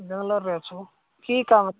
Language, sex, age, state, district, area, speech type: Odia, male, 45-60, Odisha, Nabarangpur, rural, conversation